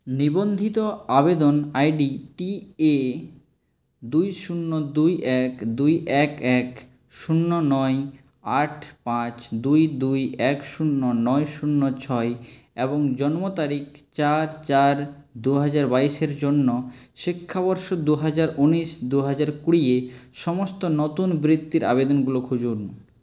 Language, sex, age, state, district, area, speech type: Bengali, male, 45-60, West Bengal, Purulia, urban, read